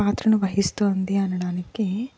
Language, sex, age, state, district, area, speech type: Telugu, female, 30-45, Andhra Pradesh, Guntur, urban, spontaneous